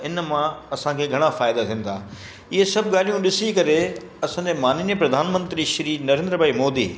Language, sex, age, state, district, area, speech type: Sindhi, male, 60+, Gujarat, Kutch, urban, spontaneous